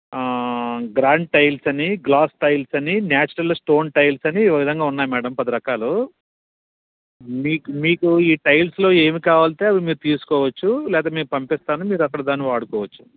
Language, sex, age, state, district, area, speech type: Telugu, male, 45-60, Andhra Pradesh, Nellore, urban, conversation